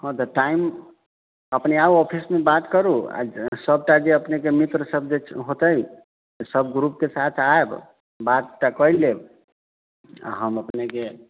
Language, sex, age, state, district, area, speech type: Maithili, male, 45-60, Bihar, Sitamarhi, rural, conversation